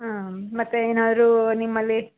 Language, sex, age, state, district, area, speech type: Kannada, female, 18-30, Karnataka, Koppal, rural, conversation